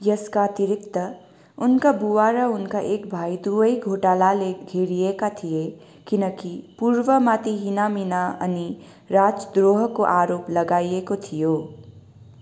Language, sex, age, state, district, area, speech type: Nepali, female, 18-30, West Bengal, Darjeeling, rural, read